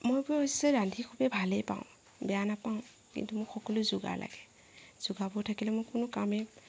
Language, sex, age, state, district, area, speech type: Assamese, female, 45-60, Assam, Morigaon, rural, spontaneous